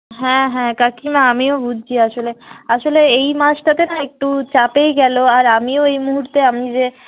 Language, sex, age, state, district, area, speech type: Bengali, female, 60+, West Bengal, Purulia, urban, conversation